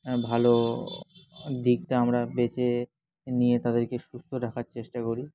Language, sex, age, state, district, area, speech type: Bengali, male, 18-30, West Bengal, Dakshin Dinajpur, urban, spontaneous